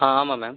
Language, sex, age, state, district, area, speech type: Tamil, male, 18-30, Tamil Nadu, Viluppuram, urban, conversation